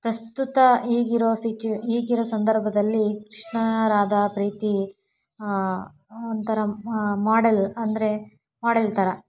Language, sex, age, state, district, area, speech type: Kannada, female, 18-30, Karnataka, Davanagere, rural, spontaneous